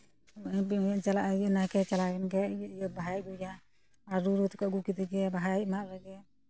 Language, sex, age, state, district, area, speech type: Santali, female, 18-30, West Bengal, Purulia, rural, spontaneous